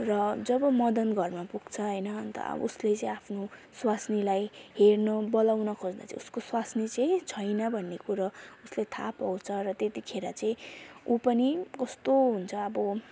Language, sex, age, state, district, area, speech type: Nepali, female, 18-30, West Bengal, Alipurduar, rural, spontaneous